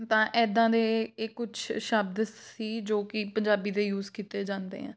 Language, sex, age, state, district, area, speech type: Punjabi, female, 18-30, Punjab, Fatehgarh Sahib, rural, spontaneous